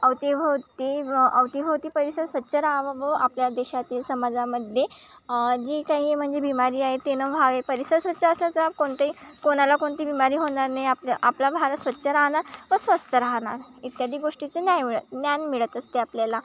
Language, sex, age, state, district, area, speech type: Marathi, female, 18-30, Maharashtra, Wardha, rural, spontaneous